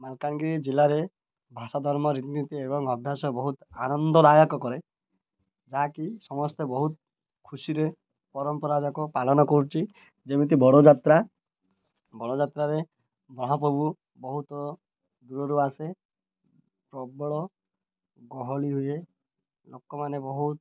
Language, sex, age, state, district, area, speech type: Odia, male, 30-45, Odisha, Malkangiri, urban, spontaneous